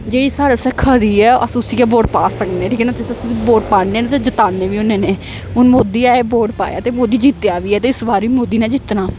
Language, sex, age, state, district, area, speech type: Dogri, female, 18-30, Jammu and Kashmir, Samba, rural, spontaneous